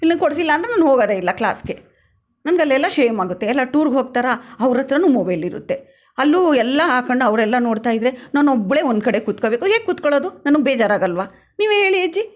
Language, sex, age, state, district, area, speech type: Kannada, female, 60+, Karnataka, Mysore, urban, spontaneous